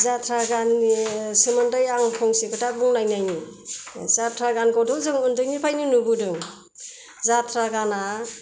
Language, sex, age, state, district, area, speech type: Bodo, female, 60+, Assam, Kokrajhar, rural, spontaneous